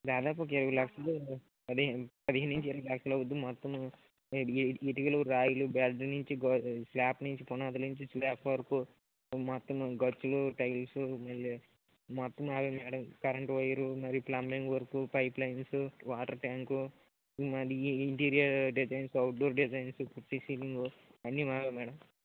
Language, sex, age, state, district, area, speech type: Telugu, male, 45-60, Andhra Pradesh, Srikakulam, urban, conversation